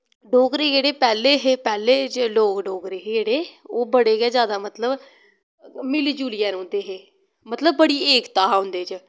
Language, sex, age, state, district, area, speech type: Dogri, female, 18-30, Jammu and Kashmir, Samba, rural, spontaneous